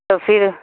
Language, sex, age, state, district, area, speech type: Urdu, female, 45-60, Bihar, Supaul, rural, conversation